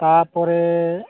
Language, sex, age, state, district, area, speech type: Santali, male, 45-60, Odisha, Mayurbhanj, rural, conversation